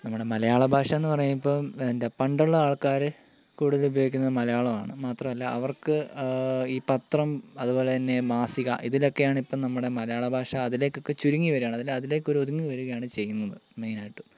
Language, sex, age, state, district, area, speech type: Malayalam, male, 18-30, Kerala, Kottayam, rural, spontaneous